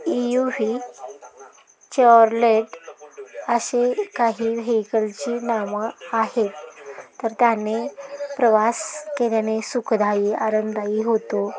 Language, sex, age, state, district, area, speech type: Marathi, female, 30-45, Maharashtra, Satara, rural, spontaneous